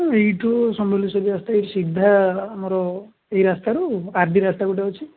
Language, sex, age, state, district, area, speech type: Odia, male, 18-30, Odisha, Balasore, rural, conversation